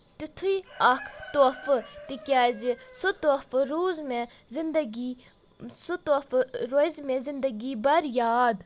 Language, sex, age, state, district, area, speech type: Kashmiri, female, 18-30, Jammu and Kashmir, Budgam, rural, spontaneous